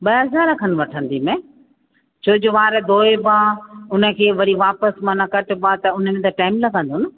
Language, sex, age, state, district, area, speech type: Sindhi, female, 45-60, Rajasthan, Ajmer, urban, conversation